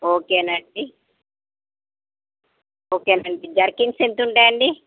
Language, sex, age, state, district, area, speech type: Telugu, female, 30-45, Telangana, Peddapalli, rural, conversation